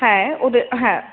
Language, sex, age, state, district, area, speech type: Bengali, female, 18-30, West Bengal, Jalpaiguri, rural, conversation